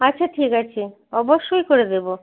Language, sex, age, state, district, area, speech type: Bengali, female, 30-45, West Bengal, Birbhum, urban, conversation